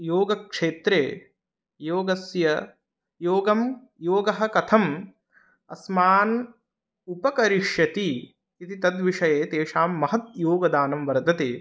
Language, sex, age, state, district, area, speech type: Sanskrit, male, 18-30, Odisha, Puri, rural, spontaneous